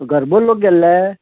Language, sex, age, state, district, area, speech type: Goan Konkani, male, 60+, Goa, Quepem, rural, conversation